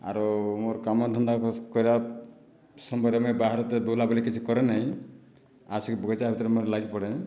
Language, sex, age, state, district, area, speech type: Odia, male, 60+, Odisha, Boudh, rural, spontaneous